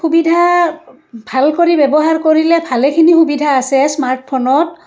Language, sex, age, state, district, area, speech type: Assamese, female, 60+, Assam, Barpeta, rural, spontaneous